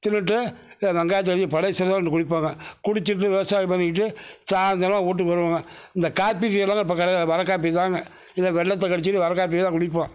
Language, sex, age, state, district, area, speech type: Tamil, male, 60+, Tamil Nadu, Mayiladuthurai, urban, spontaneous